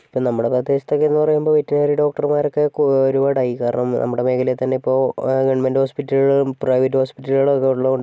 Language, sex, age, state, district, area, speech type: Malayalam, male, 45-60, Kerala, Wayanad, rural, spontaneous